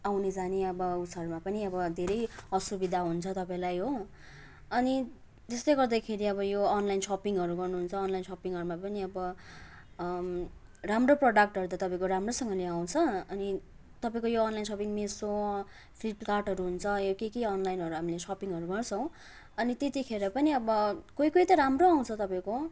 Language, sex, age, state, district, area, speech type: Nepali, female, 18-30, West Bengal, Darjeeling, rural, spontaneous